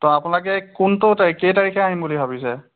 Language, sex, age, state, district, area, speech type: Assamese, male, 30-45, Assam, Biswanath, rural, conversation